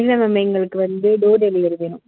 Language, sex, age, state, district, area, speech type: Tamil, female, 18-30, Tamil Nadu, Perambalur, urban, conversation